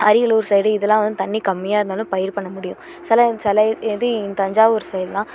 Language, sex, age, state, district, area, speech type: Tamil, female, 18-30, Tamil Nadu, Thanjavur, urban, spontaneous